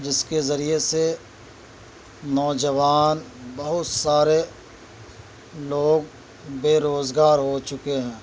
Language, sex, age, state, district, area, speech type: Urdu, male, 18-30, Delhi, Central Delhi, rural, spontaneous